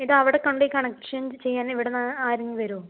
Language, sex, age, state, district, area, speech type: Malayalam, female, 60+, Kerala, Palakkad, rural, conversation